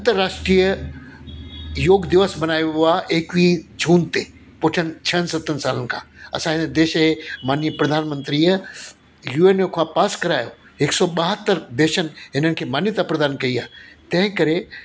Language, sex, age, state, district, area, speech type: Sindhi, male, 60+, Delhi, South Delhi, urban, spontaneous